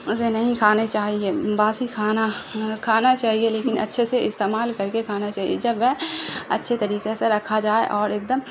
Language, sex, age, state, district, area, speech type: Urdu, female, 18-30, Bihar, Saharsa, rural, spontaneous